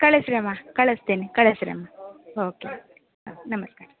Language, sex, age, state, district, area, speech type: Kannada, female, 18-30, Karnataka, Dharwad, rural, conversation